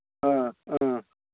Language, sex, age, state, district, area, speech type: Manipuri, male, 45-60, Manipur, Kangpokpi, urban, conversation